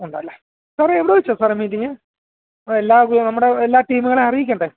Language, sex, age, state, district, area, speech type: Malayalam, male, 30-45, Kerala, Alappuzha, rural, conversation